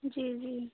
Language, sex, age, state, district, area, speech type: Hindi, female, 30-45, Uttar Pradesh, Chandauli, rural, conversation